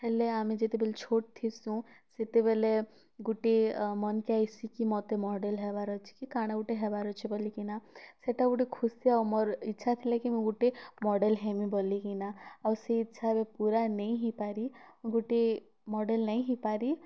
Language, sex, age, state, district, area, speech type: Odia, female, 18-30, Odisha, Kalahandi, rural, spontaneous